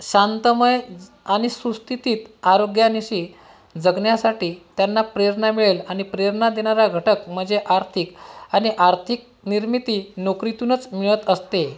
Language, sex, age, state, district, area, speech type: Marathi, male, 30-45, Maharashtra, Washim, rural, spontaneous